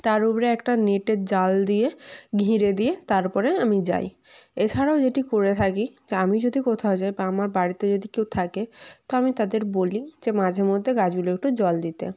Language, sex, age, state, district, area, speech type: Bengali, female, 18-30, West Bengal, Jalpaiguri, rural, spontaneous